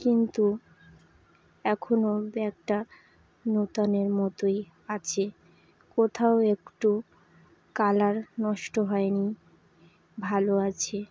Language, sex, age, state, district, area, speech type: Bengali, female, 18-30, West Bengal, Howrah, urban, spontaneous